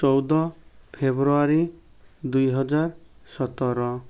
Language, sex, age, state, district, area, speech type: Odia, male, 30-45, Odisha, Malkangiri, urban, spontaneous